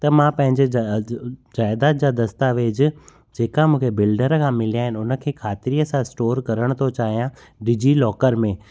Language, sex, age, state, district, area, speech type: Sindhi, male, 30-45, Gujarat, Kutch, rural, spontaneous